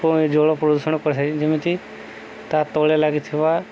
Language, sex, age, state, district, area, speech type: Odia, male, 30-45, Odisha, Subarnapur, urban, spontaneous